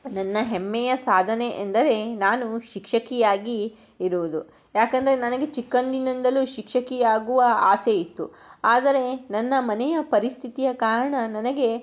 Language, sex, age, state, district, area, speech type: Kannada, female, 60+, Karnataka, Shimoga, rural, spontaneous